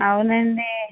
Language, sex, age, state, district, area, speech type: Telugu, female, 45-60, Andhra Pradesh, West Godavari, rural, conversation